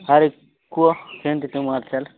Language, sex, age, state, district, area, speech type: Odia, male, 18-30, Odisha, Nabarangpur, urban, conversation